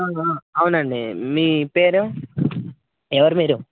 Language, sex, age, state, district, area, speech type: Telugu, male, 18-30, Telangana, Bhadradri Kothagudem, urban, conversation